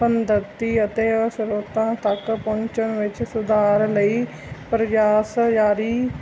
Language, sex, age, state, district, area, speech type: Punjabi, female, 30-45, Punjab, Mansa, urban, spontaneous